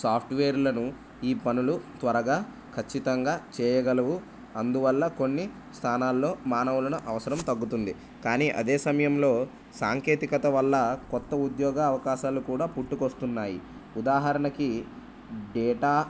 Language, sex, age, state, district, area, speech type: Telugu, male, 18-30, Telangana, Jayashankar, urban, spontaneous